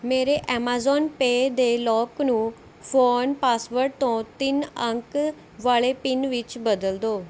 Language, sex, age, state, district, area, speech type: Punjabi, female, 18-30, Punjab, Mohali, urban, read